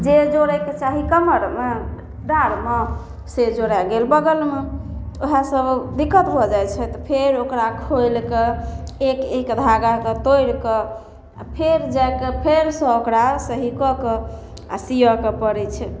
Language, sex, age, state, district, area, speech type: Maithili, female, 18-30, Bihar, Samastipur, rural, spontaneous